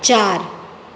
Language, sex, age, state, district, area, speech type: Gujarati, female, 45-60, Gujarat, Surat, urban, read